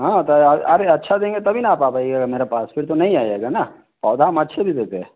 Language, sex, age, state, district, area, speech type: Hindi, male, 30-45, Bihar, Vaishali, urban, conversation